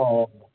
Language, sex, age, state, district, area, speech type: Manipuri, male, 60+, Manipur, Kangpokpi, urban, conversation